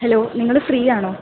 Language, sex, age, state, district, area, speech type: Malayalam, female, 18-30, Kerala, Kasaragod, rural, conversation